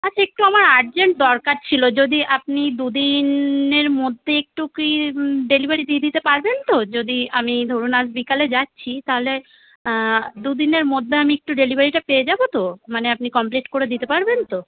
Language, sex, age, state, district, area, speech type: Bengali, female, 30-45, West Bengal, Howrah, urban, conversation